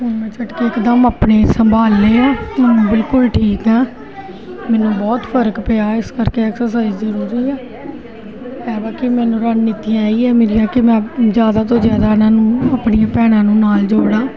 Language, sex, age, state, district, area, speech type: Punjabi, female, 45-60, Punjab, Gurdaspur, urban, spontaneous